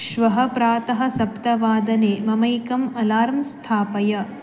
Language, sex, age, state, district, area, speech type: Sanskrit, female, 18-30, Karnataka, Uttara Kannada, rural, read